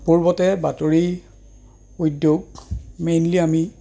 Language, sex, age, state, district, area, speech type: Assamese, male, 30-45, Assam, Goalpara, urban, spontaneous